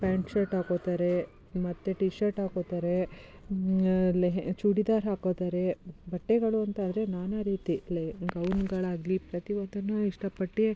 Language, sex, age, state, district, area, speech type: Kannada, female, 30-45, Karnataka, Mysore, rural, spontaneous